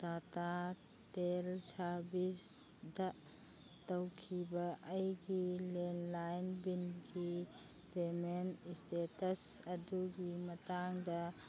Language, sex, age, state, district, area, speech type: Manipuri, female, 45-60, Manipur, Kangpokpi, urban, read